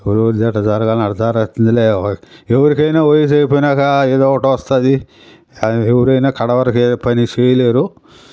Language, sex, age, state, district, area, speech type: Telugu, male, 60+, Andhra Pradesh, Sri Balaji, urban, spontaneous